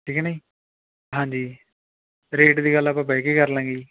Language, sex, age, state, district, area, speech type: Punjabi, male, 18-30, Punjab, Barnala, rural, conversation